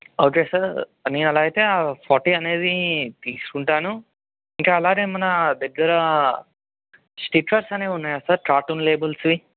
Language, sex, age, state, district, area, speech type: Telugu, male, 18-30, Telangana, Medchal, urban, conversation